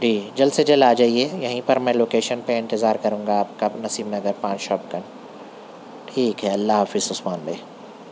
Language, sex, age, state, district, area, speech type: Urdu, male, 18-30, Telangana, Hyderabad, urban, spontaneous